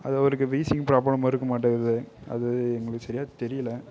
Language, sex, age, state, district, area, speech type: Tamil, male, 18-30, Tamil Nadu, Kallakurichi, urban, spontaneous